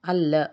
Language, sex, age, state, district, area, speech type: Kannada, female, 30-45, Karnataka, Davanagere, urban, read